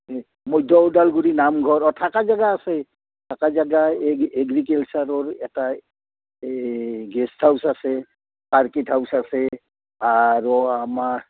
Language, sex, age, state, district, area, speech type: Assamese, male, 60+, Assam, Udalguri, urban, conversation